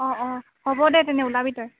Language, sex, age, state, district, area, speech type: Assamese, female, 18-30, Assam, Tinsukia, urban, conversation